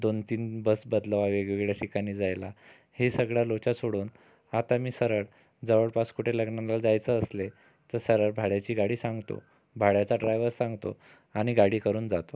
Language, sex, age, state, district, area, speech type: Marathi, male, 45-60, Maharashtra, Amravati, urban, spontaneous